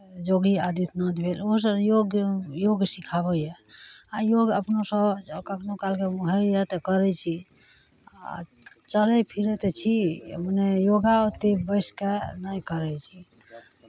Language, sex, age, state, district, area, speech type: Maithili, female, 30-45, Bihar, Araria, rural, spontaneous